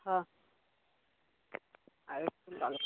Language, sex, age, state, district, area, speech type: Bengali, female, 30-45, West Bengal, Uttar Dinajpur, urban, conversation